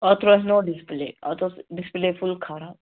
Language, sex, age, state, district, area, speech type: Kashmiri, male, 18-30, Jammu and Kashmir, Ganderbal, rural, conversation